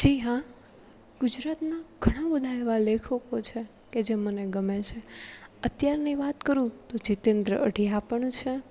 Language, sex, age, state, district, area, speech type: Gujarati, female, 18-30, Gujarat, Rajkot, rural, spontaneous